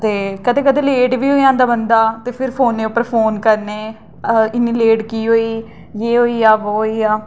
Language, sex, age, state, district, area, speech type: Dogri, female, 18-30, Jammu and Kashmir, Jammu, rural, spontaneous